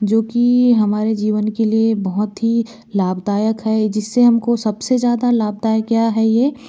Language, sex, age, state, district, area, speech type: Hindi, female, 30-45, Madhya Pradesh, Bhopal, urban, spontaneous